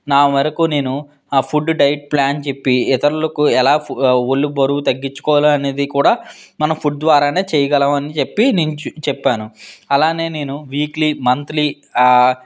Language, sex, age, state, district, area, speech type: Telugu, male, 18-30, Andhra Pradesh, Vizianagaram, urban, spontaneous